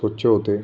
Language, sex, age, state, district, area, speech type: Marathi, male, 18-30, Maharashtra, Buldhana, rural, spontaneous